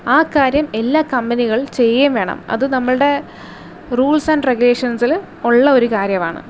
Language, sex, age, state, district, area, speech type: Malayalam, female, 18-30, Kerala, Thiruvananthapuram, urban, spontaneous